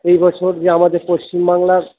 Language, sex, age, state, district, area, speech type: Bengali, male, 60+, West Bengal, Purba Bardhaman, urban, conversation